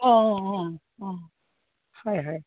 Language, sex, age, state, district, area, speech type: Assamese, female, 45-60, Assam, Sivasagar, rural, conversation